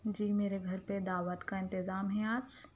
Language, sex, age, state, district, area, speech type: Urdu, female, 30-45, Telangana, Hyderabad, urban, spontaneous